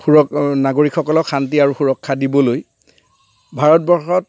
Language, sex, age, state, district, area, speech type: Assamese, male, 45-60, Assam, Golaghat, urban, spontaneous